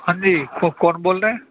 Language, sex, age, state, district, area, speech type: Urdu, male, 30-45, Uttar Pradesh, Gautam Buddha Nagar, rural, conversation